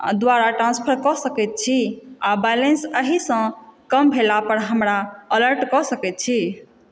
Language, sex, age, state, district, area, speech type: Maithili, female, 30-45, Bihar, Supaul, urban, read